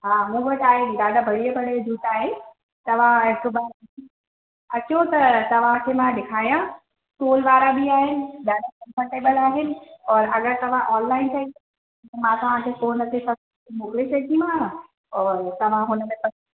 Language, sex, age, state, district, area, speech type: Sindhi, female, 30-45, Uttar Pradesh, Lucknow, urban, conversation